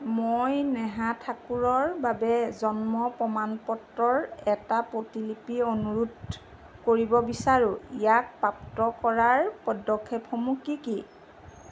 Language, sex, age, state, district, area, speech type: Assamese, female, 45-60, Assam, Golaghat, urban, read